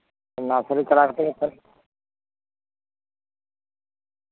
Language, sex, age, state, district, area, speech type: Santali, male, 18-30, West Bengal, Birbhum, rural, conversation